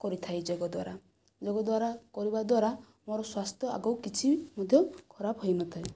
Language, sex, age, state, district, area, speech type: Odia, female, 45-60, Odisha, Kandhamal, rural, spontaneous